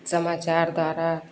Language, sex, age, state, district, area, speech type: Hindi, female, 45-60, Uttar Pradesh, Lucknow, rural, spontaneous